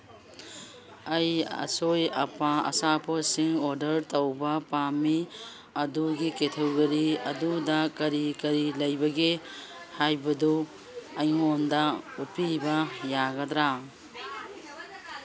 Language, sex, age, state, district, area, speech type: Manipuri, female, 60+, Manipur, Kangpokpi, urban, read